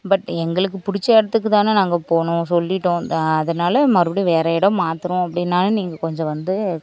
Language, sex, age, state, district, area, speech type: Tamil, female, 18-30, Tamil Nadu, Dharmapuri, rural, spontaneous